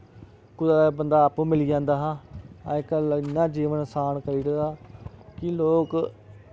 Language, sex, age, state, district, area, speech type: Dogri, male, 30-45, Jammu and Kashmir, Samba, rural, spontaneous